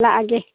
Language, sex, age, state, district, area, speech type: Manipuri, female, 60+, Manipur, Churachandpur, urban, conversation